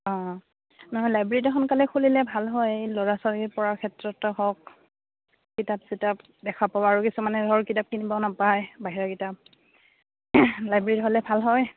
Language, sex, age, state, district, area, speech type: Assamese, female, 18-30, Assam, Goalpara, rural, conversation